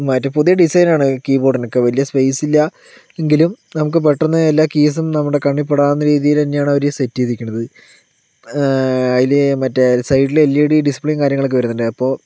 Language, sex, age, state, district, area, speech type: Malayalam, male, 45-60, Kerala, Palakkad, rural, spontaneous